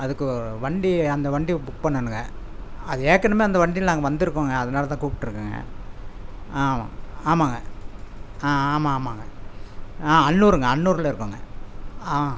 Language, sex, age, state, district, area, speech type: Tamil, male, 60+, Tamil Nadu, Coimbatore, rural, spontaneous